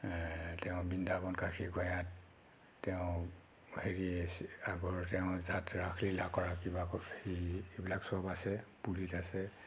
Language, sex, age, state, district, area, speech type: Assamese, male, 30-45, Assam, Nagaon, rural, spontaneous